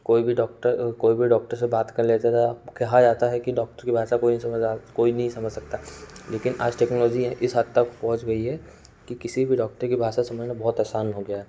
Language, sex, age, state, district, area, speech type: Hindi, male, 18-30, Madhya Pradesh, Betul, urban, spontaneous